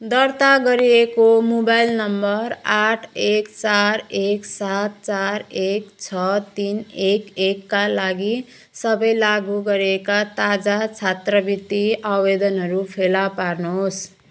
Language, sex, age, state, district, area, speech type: Nepali, female, 30-45, West Bengal, Jalpaiguri, rural, read